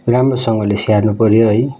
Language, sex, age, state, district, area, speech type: Nepali, male, 30-45, West Bengal, Darjeeling, rural, spontaneous